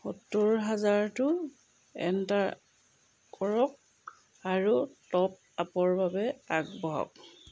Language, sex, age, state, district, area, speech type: Assamese, female, 30-45, Assam, Jorhat, urban, read